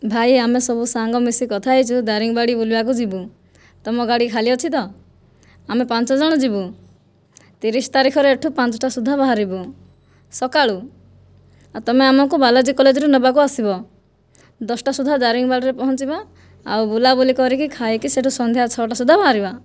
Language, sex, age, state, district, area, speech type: Odia, female, 18-30, Odisha, Kandhamal, rural, spontaneous